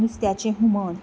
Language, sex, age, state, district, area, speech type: Goan Konkani, female, 30-45, Goa, Canacona, rural, spontaneous